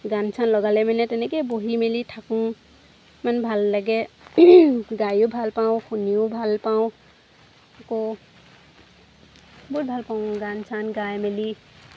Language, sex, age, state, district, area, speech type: Assamese, female, 18-30, Assam, Lakhimpur, rural, spontaneous